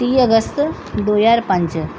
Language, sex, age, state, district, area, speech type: Punjabi, female, 45-60, Punjab, Pathankot, rural, spontaneous